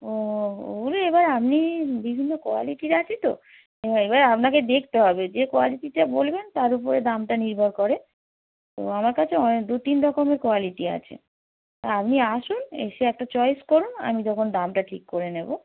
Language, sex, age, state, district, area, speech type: Bengali, female, 45-60, West Bengal, Hooghly, rural, conversation